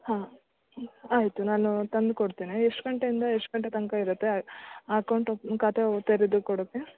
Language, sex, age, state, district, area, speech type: Kannada, female, 18-30, Karnataka, Shimoga, rural, conversation